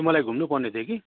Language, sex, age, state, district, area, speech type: Nepali, male, 30-45, West Bengal, Darjeeling, rural, conversation